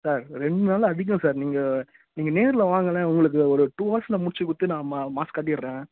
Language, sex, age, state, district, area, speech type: Tamil, male, 30-45, Tamil Nadu, Tiruvannamalai, rural, conversation